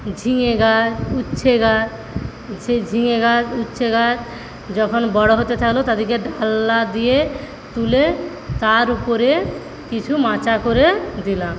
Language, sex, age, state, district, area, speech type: Bengali, female, 45-60, West Bengal, Paschim Medinipur, rural, spontaneous